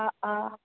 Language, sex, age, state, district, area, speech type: Assamese, female, 18-30, Assam, Nalbari, rural, conversation